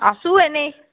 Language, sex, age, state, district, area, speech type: Assamese, female, 30-45, Assam, Tinsukia, urban, conversation